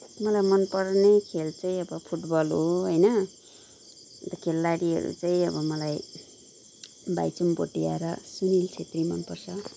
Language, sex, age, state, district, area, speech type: Nepali, female, 30-45, West Bengal, Kalimpong, rural, spontaneous